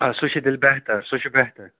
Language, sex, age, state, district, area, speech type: Kashmiri, male, 18-30, Jammu and Kashmir, Ganderbal, rural, conversation